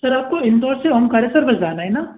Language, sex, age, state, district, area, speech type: Hindi, male, 18-30, Madhya Pradesh, Bhopal, urban, conversation